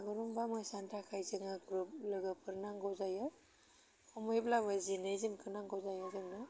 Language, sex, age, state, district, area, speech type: Bodo, female, 30-45, Assam, Udalguri, urban, spontaneous